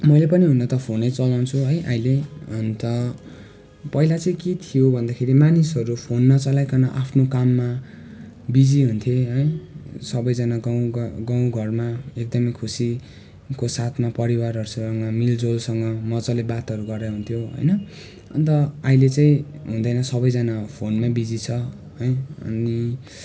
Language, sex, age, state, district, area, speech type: Nepali, male, 18-30, West Bengal, Darjeeling, rural, spontaneous